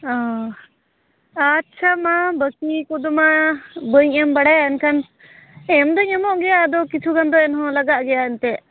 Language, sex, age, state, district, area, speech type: Santali, female, 18-30, West Bengal, Malda, rural, conversation